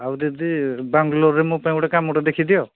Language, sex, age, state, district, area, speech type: Odia, male, 45-60, Odisha, Angul, rural, conversation